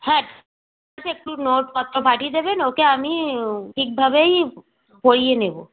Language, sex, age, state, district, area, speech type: Bengali, female, 45-60, West Bengal, North 24 Parganas, rural, conversation